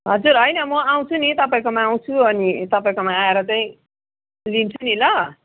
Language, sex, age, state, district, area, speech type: Nepali, female, 45-60, West Bengal, Darjeeling, rural, conversation